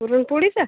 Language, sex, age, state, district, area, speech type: Marathi, female, 30-45, Maharashtra, Washim, rural, conversation